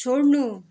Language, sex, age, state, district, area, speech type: Nepali, female, 60+, West Bengal, Kalimpong, rural, read